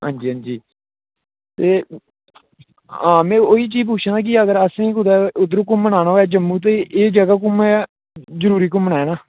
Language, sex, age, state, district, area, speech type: Dogri, male, 18-30, Jammu and Kashmir, Jammu, rural, conversation